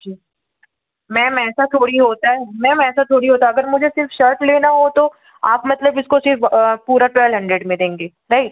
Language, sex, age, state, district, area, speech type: Hindi, female, 30-45, Madhya Pradesh, Jabalpur, urban, conversation